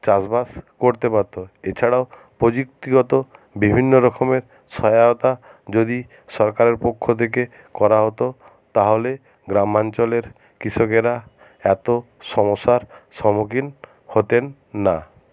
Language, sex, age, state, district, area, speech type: Bengali, male, 60+, West Bengal, Jhargram, rural, spontaneous